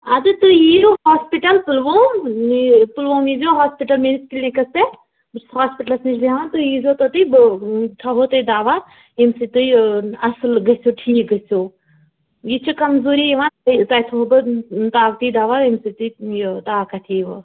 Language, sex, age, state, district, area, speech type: Kashmiri, female, 18-30, Jammu and Kashmir, Pulwama, rural, conversation